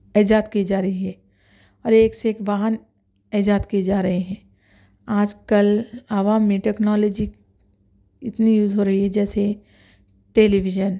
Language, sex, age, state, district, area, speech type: Urdu, male, 30-45, Telangana, Hyderabad, urban, spontaneous